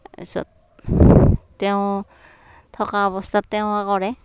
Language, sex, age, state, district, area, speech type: Assamese, female, 60+, Assam, Darrang, rural, spontaneous